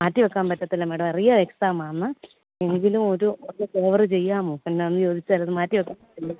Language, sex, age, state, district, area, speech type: Malayalam, female, 45-60, Kerala, Pathanamthitta, rural, conversation